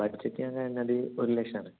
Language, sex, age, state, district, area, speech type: Malayalam, male, 18-30, Kerala, Kozhikode, rural, conversation